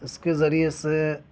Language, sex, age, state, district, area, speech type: Urdu, male, 30-45, Uttar Pradesh, Ghaziabad, urban, spontaneous